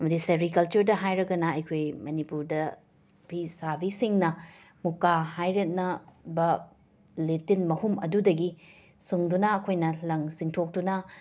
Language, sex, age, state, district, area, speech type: Manipuri, female, 30-45, Manipur, Imphal West, urban, spontaneous